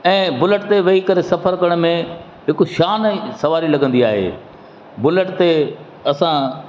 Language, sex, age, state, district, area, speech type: Sindhi, male, 60+, Madhya Pradesh, Katni, urban, spontaneous